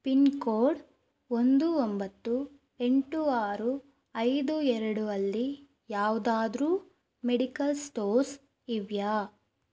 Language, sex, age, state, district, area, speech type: Kannada, female, 18-30, Karnataka, Chikkaballapur, rural, read